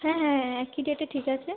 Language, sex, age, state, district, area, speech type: Bengali, female, 30-45, West Bengal, Hooghly, urban, conversation